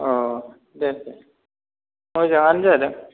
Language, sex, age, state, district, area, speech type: Bodo, male, 45-60, Assam, Kokrajhar, rural, conversation